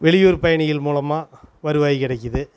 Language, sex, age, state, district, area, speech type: Tamil, male, 45-60, Tamil Nadu, Namakkal, rural, spontaneous